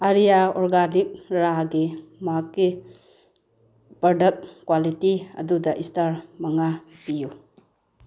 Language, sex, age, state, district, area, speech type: Manipuri, female, 45-60, Manipur, Bishnupur, rural, read